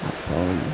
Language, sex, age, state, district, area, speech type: Malayalam, female, 60+, Kerala, Malappuram, rural, spontaneous